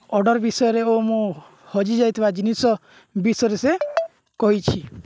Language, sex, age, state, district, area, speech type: Odia, male, 18-30, Odisha, Nuapada, rural, spontaneous